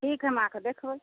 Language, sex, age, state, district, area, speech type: Maithili, female, 30-45, Bihar, Samastipur, rural, conversation